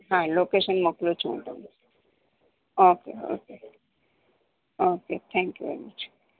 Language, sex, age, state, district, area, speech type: Gujarati, female, 60+, Gujarat, Ahmedabad, urban, conversation